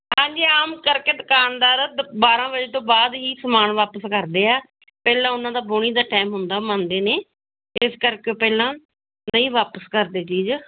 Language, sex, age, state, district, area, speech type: Punjabi, female, 18-30, Punjab, Moga, rural, conversation